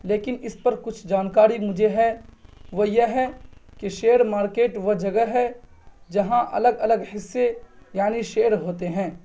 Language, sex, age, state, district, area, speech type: Urdu, male, 18-30, Bihar, Purnia, rural, spontaneous